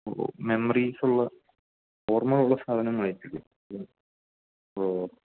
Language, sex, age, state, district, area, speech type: Malayalam, male, 18-30, Kerala, Idukki, rural, conversation